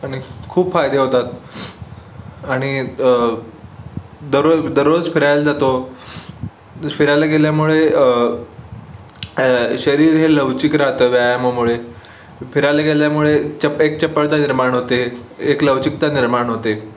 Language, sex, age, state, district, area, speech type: Marathi, male, 18-30, Maharashtra, Sangli, rural, spontaneous